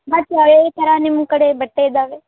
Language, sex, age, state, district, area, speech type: Kannada, female, 18-30, Karnataka, Gadag, rural, conversation